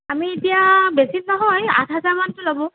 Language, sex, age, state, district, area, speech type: Assamese, female, 18-30, Assam, Morigaon, rural, conversation